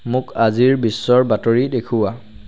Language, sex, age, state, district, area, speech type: Assamese, male, 45-60, Assam, Charaideo, rural, read